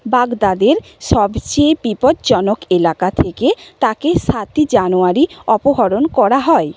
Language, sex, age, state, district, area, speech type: Bengali, female, 45-60, West Bengal, Purba Medinipur, rural, read